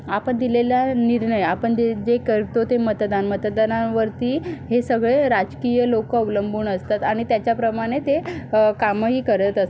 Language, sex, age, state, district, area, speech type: Marathi, female, 18-30, Maharashtra, Solapur, urban, spontaneous